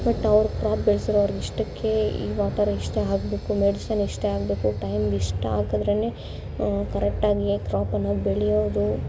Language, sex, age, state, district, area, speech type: Kannada, female, 18-30, Karnataka, Bangalore Urban, rural, spontaneous